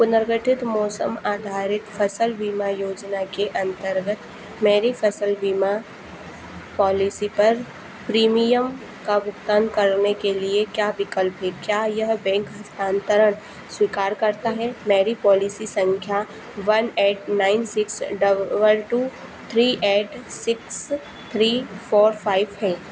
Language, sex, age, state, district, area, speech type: Hindi, female, 18-30, Madhya Pradesh, Harda, rural, read